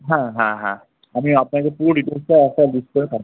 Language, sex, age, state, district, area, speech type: Bengali, male, 60+, West Bengal, Purulia, urban, conversation